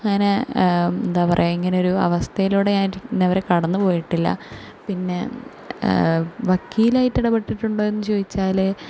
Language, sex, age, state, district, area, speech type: Malayalam, female, 18-30, Kerala, Thrissur, urban, spontaneous